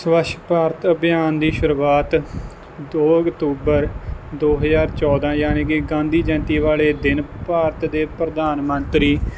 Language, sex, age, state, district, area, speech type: Punjabi, male, 18-30, Punjab, Kapurthala, rural, spontaneous